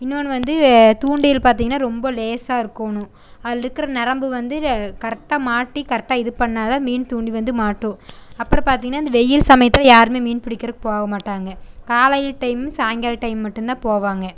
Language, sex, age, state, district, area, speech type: Tamil, female, 18-30, Tamil Nadu, Coimbatore, rural, spontaneous